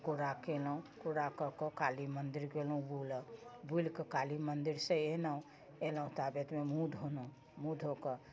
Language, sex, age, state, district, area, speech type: Maithili, female, 60+, Bihar, Muzaffarpur, rural, spontaneous